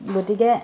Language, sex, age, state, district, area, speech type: Assamese, female, 60+, Assam, Majuli, urban, spontaneous